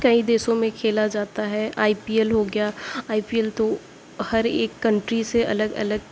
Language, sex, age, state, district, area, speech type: Urdu, female, 18-30, Uttar Pradesh, Mirzapur, rural, spontaneous